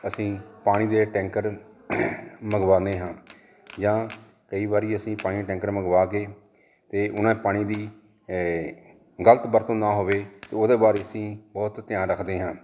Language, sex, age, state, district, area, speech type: Punjabi, male, 45-60, Punjab, Jalandhar, urban, spontaneous